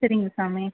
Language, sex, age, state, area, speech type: Tamil, female, 30-45, Tamil Nadu, rural, conversation